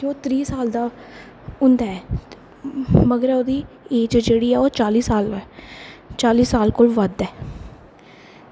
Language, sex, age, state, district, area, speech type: Dogri, female, 18-30, Jammu and Kashmir, Kathua, rural, spontaneous